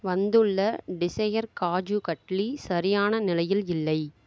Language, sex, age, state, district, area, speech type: Tamil, female, 45-60, Tamil Nadu, Mayiladuthurai, urban, read